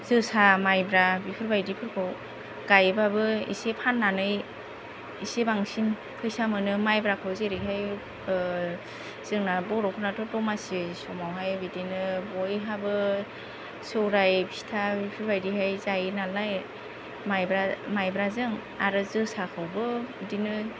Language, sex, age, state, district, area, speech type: Bodo, female, 30-45, Assam, Kokrajhar, rural, spontaneous